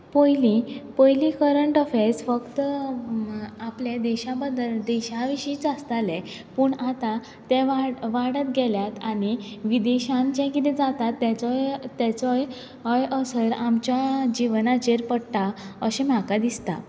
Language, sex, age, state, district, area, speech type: Goan Konkani, female, 18-30, Goa, Quepem, rural, spontaneous